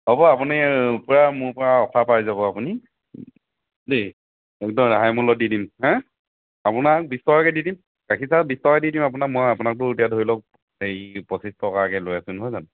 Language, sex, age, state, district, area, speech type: Assamese, male, 30-45, Assam, Dhemaji, rural, conversation